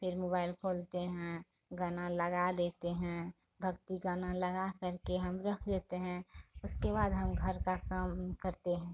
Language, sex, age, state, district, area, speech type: Hindi, female, 30-45, Bihar, Madhepura, rural, spontaneous